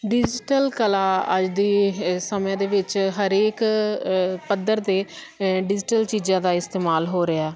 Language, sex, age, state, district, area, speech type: Punjabi, female, 30-45, Punjab, Faridkot, urban, spontaneous